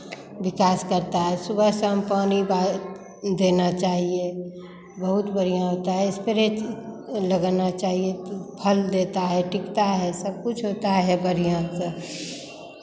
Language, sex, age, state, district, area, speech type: Hindi, female, 45-60, Bihar, Begusarai, rural, spontaneous